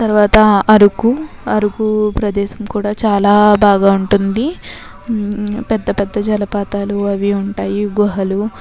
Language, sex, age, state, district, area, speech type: Telugu, female, 60+, Andhra Pradesh, Kakinada, rural, spontaneous